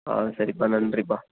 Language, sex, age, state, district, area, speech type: Tamil, male, 18-30, Tamil Nadu, Perambalur, rural, conversation